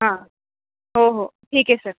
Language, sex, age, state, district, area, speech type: Marathi, female, 18-30, Maharashtra, Nanded, rural, conversation